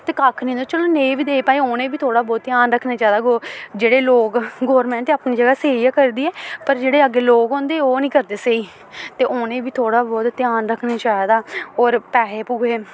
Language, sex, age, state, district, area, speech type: Dogri, female, 18-30, Jammu and Kashmir, Samba, urban, spontaneous